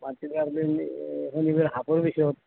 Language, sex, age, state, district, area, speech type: Assamese, male, 60+, Assam, Nalbari, rural, conversation